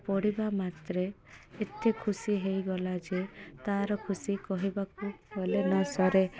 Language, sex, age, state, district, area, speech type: Odia, female, 18-30, Odisha, Koraput, urban, spontaneous